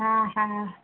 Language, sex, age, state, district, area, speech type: Sindhi, female, 45-60, Gujarat, Ahmedabad, rural, conversation